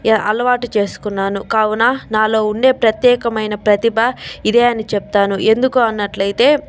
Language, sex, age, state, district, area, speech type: Telugu, female, 30-45, Andhra Pradesh, Chittoor, urban, spontaneous